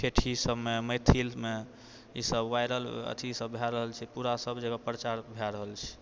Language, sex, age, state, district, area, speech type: Maithili, male, 60+, Bihar, Purnia, urban, spontaneous